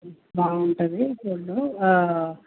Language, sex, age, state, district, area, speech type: Telugu, female, 60+, Telangana, Hyderabad, urban, conversation